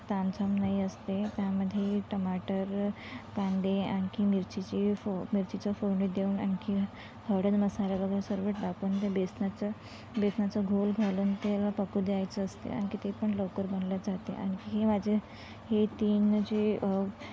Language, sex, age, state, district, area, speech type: Marathi, female, 45-60, Maharashtra, Nagpur, rural, spontaneous